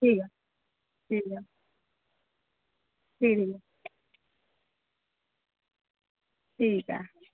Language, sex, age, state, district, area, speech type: Dogri, female, 30-45, Jammu and Kashmir, Samba, urban, conversation